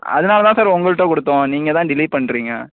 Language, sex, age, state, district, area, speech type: Tamil, male, 18-30, Tamil Nadu, Tiruvarur, urban, conversation